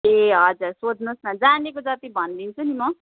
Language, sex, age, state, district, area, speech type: Nepali, female, 18-30, West Bengal, Darjeeling, rural, conversation